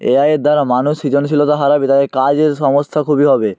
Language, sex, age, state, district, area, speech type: Bengali, male, 45-60, West Bengal, Purba Medinipur, rural, spontaneous